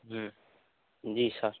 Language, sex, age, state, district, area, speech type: Maithili, male, 18-30, Bihar, Saharsa, rural, conversation